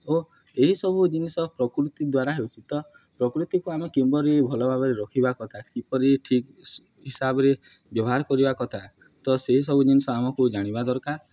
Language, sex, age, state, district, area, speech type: Odia, male, 18-30, Odisha, Nuapada, urban, spontaneous